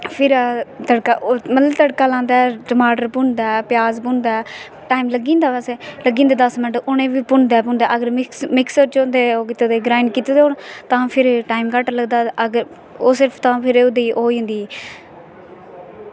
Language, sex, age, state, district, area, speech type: Dogri, female, 18-30, Jammu and Kashmir, Kathua, rural, spontaneous